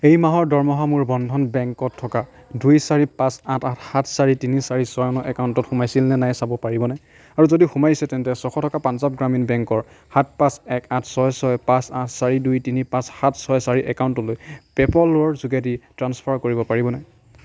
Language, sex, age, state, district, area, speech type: Assamese, male, 45-60, Assam, Darrang, rural, read